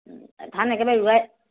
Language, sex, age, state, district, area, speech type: Assamese, female, 60+, Assam, Morigaon, rural, conversation